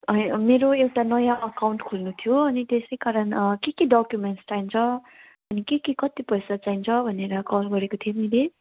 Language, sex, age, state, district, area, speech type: Nepali, female, 30-45, West Bengal, Kalimpong, rural, conversation